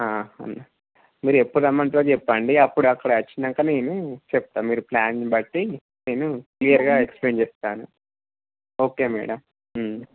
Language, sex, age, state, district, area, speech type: Telugu, male, 30-45, Andhra Pradesh, Srikakulam, urban, conversation